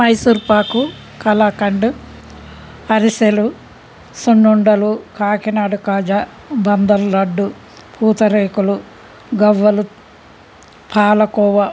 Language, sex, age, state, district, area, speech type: Telugu, female, 60+, Telangana, Hyderabad, urban, spontaneous